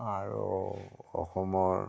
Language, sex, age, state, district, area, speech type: Assamese, male, 60+, Assam, Majuli, urban, spontaneous